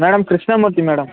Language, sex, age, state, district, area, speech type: Tamil, male, 18-30, Tamil Nadu, Tirunelveli, rural, conversation